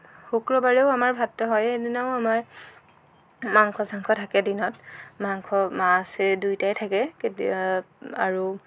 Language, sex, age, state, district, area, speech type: Assamese, female, 18-30, Assam, Jorhat, urban, spontaneous